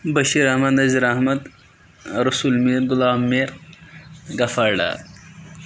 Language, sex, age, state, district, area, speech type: Kashmiri, male, 18-30, Jammu and Kashmir, Budgam, rural, spontaneous